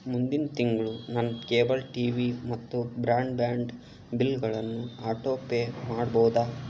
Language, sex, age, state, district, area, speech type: Kannada, male, 18-30, Karnataka, Tumkur, rural, read